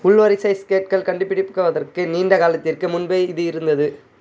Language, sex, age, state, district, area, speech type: Tamil, male, 18-30, Tamil Nadu, Tiruvannamalai, rural, read